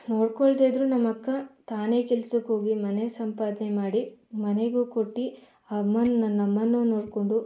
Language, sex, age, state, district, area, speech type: Kannada, female, 18-30, Karnataka, Mandya, rural, spontaneous